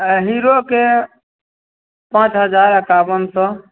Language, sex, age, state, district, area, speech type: Maithili, male, 18-30, Bihar, Madhepura, rural, conversation